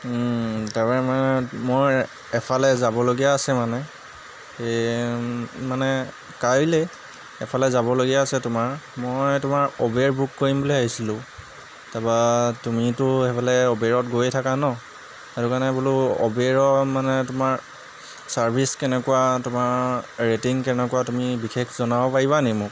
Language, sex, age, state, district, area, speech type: Assamese, male, 18-30, Assam, Jorhat, urban, spontaneous